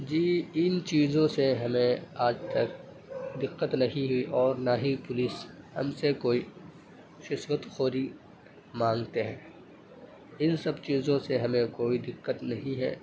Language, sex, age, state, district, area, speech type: Urdu, male, 30-45, Uttar Pradesh, Gautam Buddha Nagar, urban, spontaneous